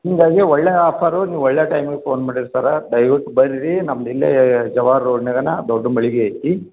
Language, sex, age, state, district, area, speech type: Kannada, male, 45-60, Karnataka, Koppal, rural, conversation